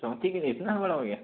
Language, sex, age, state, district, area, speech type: Hindi, male, 60+, Madhya Pradesh, Balaghat, rural, conversation